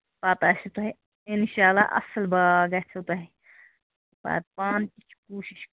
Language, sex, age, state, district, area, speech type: Kashmiri, female, 45-60, Jammu and Kashmir, Ganderbal, rural, conversation